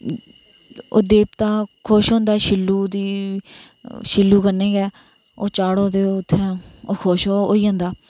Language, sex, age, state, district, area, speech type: Dogri, female, 30-45, Jammu and Kashmir, Reasi, rural, spontaneous